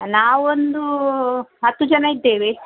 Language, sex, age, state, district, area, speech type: Kannada, female, 45-60, Karnataka, Dakshina Kannada, rural, conversation